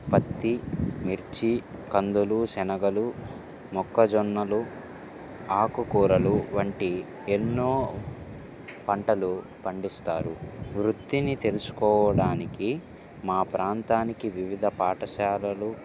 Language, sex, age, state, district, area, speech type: Telugu, male, 18-30, Andhra Pradesh, Guntur, urban, spontaneous